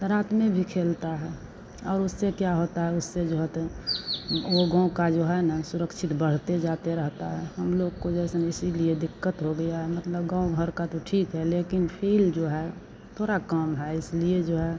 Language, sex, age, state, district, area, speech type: Hindi, female, 45-60, Bihar, Madhepura, rural, spontaneous